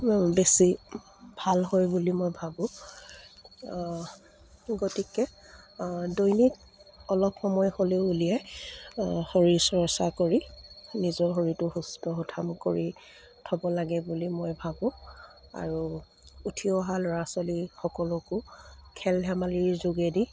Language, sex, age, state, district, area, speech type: Assamese, female, 45-60, Assam, Dibrugarh, rural, spontaneous